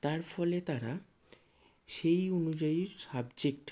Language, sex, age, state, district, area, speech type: Bengali, male, 30-45, West Bengal, Howrah, urban, spontaneous